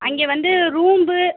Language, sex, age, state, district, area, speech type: Tamil, female, 30-45, Tamil Nadu, Pudukkottai, rural, conversation